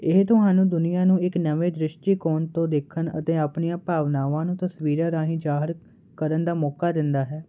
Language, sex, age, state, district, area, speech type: Punjabi, male, 18-30, Punjab, Kapurthala, urban, spontaneous